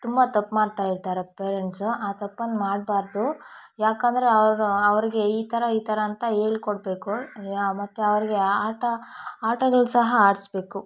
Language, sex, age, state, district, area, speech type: Kannada, female, 18-30, Karnataka, Kolar, rural, spontaneous